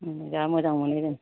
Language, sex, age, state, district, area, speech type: Bodo, female, 60+, Assam, Kokrajhar, rural, conversation